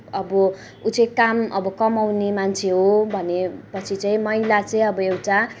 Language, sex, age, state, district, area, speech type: Nepali, female, 18-30, West Bengal, Kalimpong, rural, spontaneous